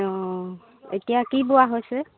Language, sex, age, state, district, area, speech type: Assamese, female, 60+, Assam, Dibrugarh, rural, conversation